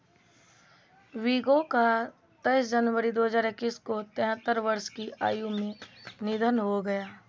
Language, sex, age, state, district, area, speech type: Hindi, female, 30-45, Bihar, Madhepura, rural, read